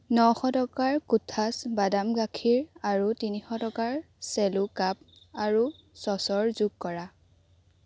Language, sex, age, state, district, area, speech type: Assamese, female, 18-30, Assam, Biswanath, rural, read